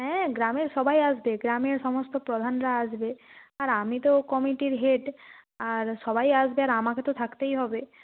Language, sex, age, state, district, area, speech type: Bengali, female, 45-60, West Bengal, Nadia, rural, conversation